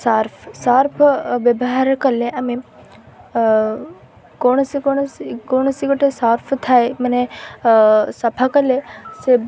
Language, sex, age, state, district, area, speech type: Odia, female, 18-30, Odisha, Kendrapara, urban, spontaneous